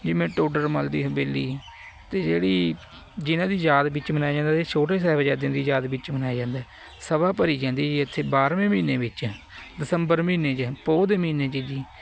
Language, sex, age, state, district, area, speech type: Punjabi, male, 18-30, Punjab, Fatehgarh Sahib, rural, spontaneous